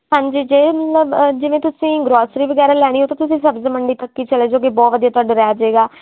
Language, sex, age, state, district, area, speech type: Punjabi, female, 18-30, Punjab, Firozpur, rural, conversation